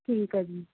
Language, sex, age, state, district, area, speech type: Punjabi, female, 18-30, Punjab, Mohali, urban, conversation